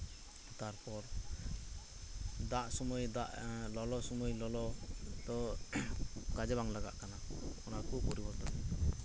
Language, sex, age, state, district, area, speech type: Santali, male, 18-30, West Bengal, Birbhum, rural, spontaneous